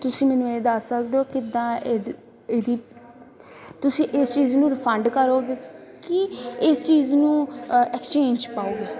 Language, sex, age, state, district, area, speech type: Punjabi, female, 18-30, Punjab, Gurdaspur, rural, spontaneous